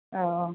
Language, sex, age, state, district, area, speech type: Bodo, female, 30-45, Assam, Kokrajhar, rural, conversation